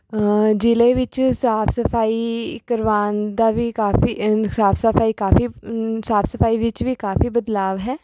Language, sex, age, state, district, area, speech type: Punjabi, female, 18-30, Punjab, Rupnagar, urban, spontaneous